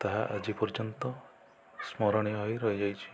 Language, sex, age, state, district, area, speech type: Odia, male, 45-60, Odisha, Kandhamal, rural, spontaneous